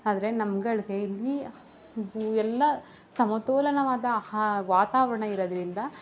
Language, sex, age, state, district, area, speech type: Kannada, female, 18-30, Karnataka, Mandya, rural, spontaneous